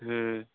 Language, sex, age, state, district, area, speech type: Maithili, male, 18-30, Bihar, Saharsa, rural, conversation